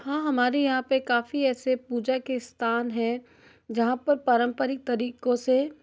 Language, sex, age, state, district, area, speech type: Hindi, female, 30-45, Rajasthan, Jodhpur, urban, spontaneous